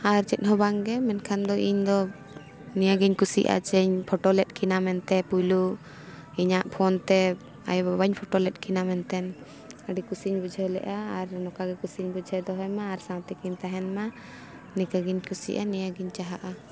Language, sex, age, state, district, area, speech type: Santali, female, 18-30, Jharkhand, Bokaro, rural, spontaneous